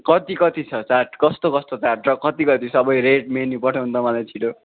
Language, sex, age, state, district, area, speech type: Nepali, male, 18-30, West Bengal, Darjeeling, rural, conversation